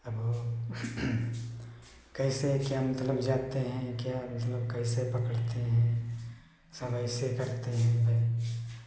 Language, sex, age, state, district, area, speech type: Hindi, male, 45-60, Uttar Pradesh, Hardoi, rural, spontaneous